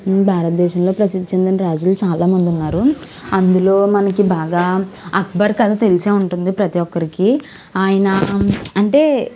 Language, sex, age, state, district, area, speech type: Telugu, female, 18-30, Andhra Pradesh, Konaseema, urban, spontaneous